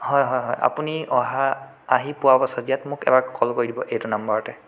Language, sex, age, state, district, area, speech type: Assamese, male, 18-30, Assam, Sonitpur, rural, spontaneous